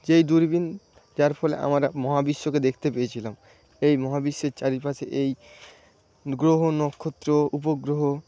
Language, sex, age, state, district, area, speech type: Bengali, male, 18-30, West Bengal, Paschim Medinipur, rural, spontaneous